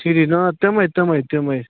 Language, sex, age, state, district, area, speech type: Kashmiri, male, 18-30, Jammu and Kashmir, Ganderbal, rural, conversation